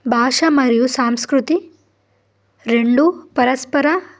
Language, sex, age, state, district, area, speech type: Telugu, female, 18-30, Telangana, Bhadradri Kothagudem, rural, spontaneous